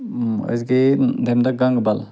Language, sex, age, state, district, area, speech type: Kashmiri, male, 30-45, Jammu and Kashmir, Ganderbal, rural, spontaneous